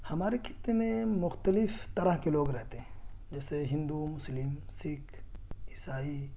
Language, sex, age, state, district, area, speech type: Urdu, male, 18-30, Delhi, South Delhi, urban, spontaneous